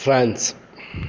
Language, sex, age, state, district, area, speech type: Sanskrit, male, 30-45, Karnataka, Shimoga, rural, spontaneous